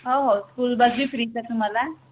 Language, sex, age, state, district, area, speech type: Marathi, female, 30-45, Maharashtra, Wardha, rural, conversation